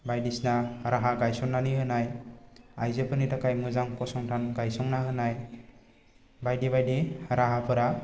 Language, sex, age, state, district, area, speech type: Bodo, male, 18-30, Assam, Baksa, rural, spontaneous